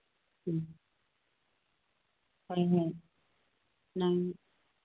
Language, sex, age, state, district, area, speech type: Manipuri, female, 45-60, Manipur, Churachandpur, rural, conversation